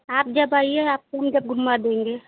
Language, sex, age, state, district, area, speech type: Hindi, female, 45-60, Uttar Pradesh, Lucknow, rural, conversation